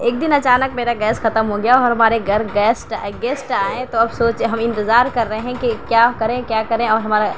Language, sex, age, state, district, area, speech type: Urdu, female, 18-30, Delhi, South Delhi, urban, spontaneous